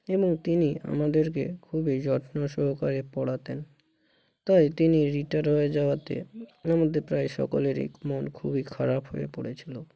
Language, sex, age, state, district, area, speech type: Bengali, male, 45-60, West Bengal, Bankura, urban, spontaneous